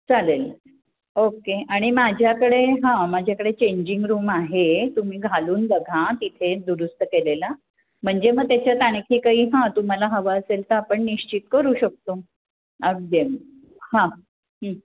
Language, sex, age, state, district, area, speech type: Marathi, female, 60+, Maharashtra, Pune, urban, conversation